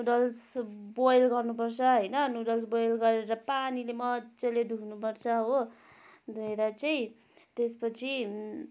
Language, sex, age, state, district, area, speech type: Nepali, female, 18-30, West Bengal, Kalimpong, rural, spontaneous